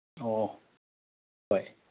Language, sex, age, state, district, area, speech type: Manipuri, male, 45-60, Manipur, Kangpokpi, urban, conversation